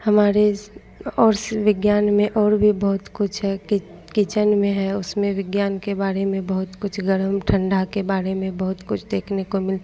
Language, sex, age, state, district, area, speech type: Hindi, female, 18-30, Bihar, Madhepura, rural, spontaneous